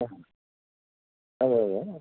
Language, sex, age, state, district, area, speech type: Malayalam, male, 60+, Kerala, Malappuram, rural, conversation